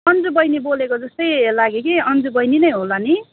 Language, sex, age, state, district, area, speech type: Nepali, female, 30-45, West Bengal, Darjeeling, rural, conversation